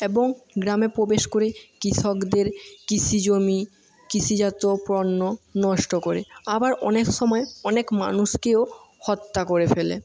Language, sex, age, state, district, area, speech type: Bengali, male, 18-30, West Bengal, Jhargram, rural, spontaneous